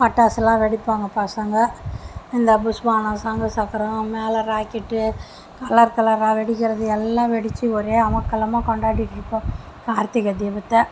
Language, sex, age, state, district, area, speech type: Tamil, female, 60+, Tamil Nadu, Mayiladuthurai, urban, spontaneous